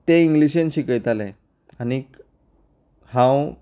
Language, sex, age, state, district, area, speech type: Goan Konkani, male, 30-45, Goa, Canacona, rural, spontaneous